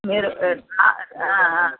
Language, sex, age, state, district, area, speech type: Telugu, female, 60+, Andhra Pradesh, Bapatla, urban, conversation